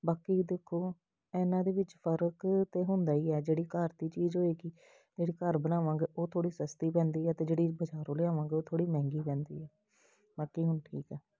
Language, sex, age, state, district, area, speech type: Punjabi, female, 30-45, Punjab, Jalandhar, urban, spontaneous